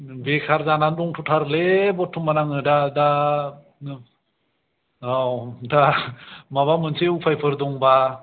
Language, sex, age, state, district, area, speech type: Bodo, male, 45-60, Assam, Kokrajhar, rural, conversation